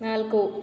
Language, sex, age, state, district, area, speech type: Kannada, female, 18-30, Karnataka, Mysore, urban, read